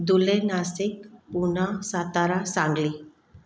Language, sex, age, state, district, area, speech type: Sindhi, female, 30-45, Maharashtra, Mumbai Suburban, urban, spontaneous